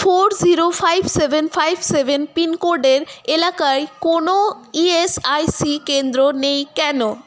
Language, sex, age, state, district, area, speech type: Bengali, female, 18-30, West Bengal, Paschim Bardhaman, rural, read